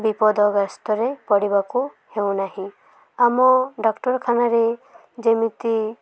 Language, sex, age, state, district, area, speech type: Odia, female, 18-30, Odisha, Malkangiri, urban, spontaneous